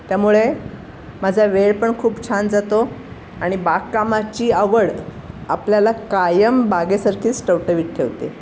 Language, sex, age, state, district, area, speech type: Marathi, female, 60+, Maharashtra, Pune, urban, spontaneous